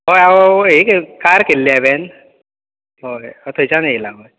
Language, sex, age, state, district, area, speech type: Goan Konkani, male, 18-30, Goa, Bardez, rural, conversation